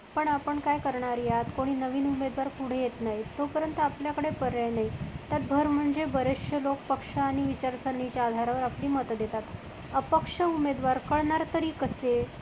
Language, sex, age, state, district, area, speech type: Marathi, female, 45-60, Maharashtra, Amravati, urban, read